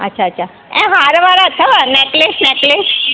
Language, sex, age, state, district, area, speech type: Sindhi, female, 45-60, Maharashtra, Mumbai Suburban, urban, conversation